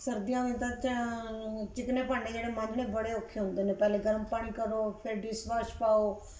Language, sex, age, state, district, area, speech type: Punjabi, female, 60+, Punjab, Ludhiana, urban, spontaneous